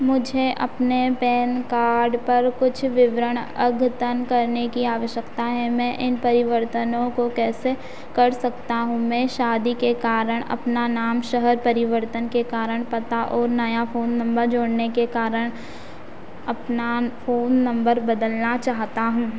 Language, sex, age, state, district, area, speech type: Hindi, female, 30-45, Madhya Pradesh, Harda, urban, read